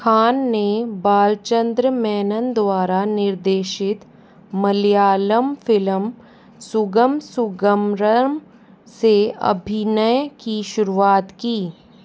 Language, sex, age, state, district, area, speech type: Hindi, female, 45-60, Rajasthan, Jaipur, urban, read